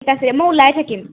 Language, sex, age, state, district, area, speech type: Assamese, female, 18-30, Assam, Jorhat, urban, conversation